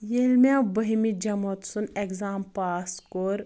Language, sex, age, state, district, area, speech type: Kashmiri, female, 30-45, Jammu and Kashmir, Anantnag, rural, spontaneous